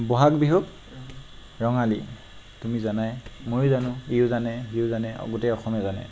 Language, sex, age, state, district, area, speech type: Assamese, male, 18-30, Assam, Tinsukia, urban, spontaneous